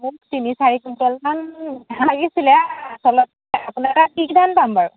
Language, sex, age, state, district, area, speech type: Assamese, female, 18-30, Assam, Majuli, urban, conversation